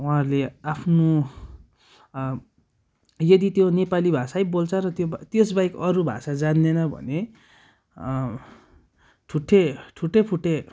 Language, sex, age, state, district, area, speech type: Nepali, male, 18-30, West Bengal, Darjeeling, rural, spontaneous